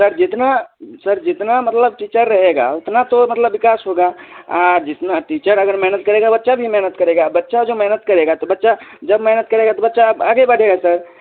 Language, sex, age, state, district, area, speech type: Hindi, male, 30-45, Bihar, Darbhanga, rural, conversation